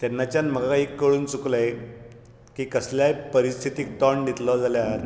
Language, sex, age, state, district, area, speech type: Goan Konkani, male, 60+, Goa, Bardez, rural, spontaneous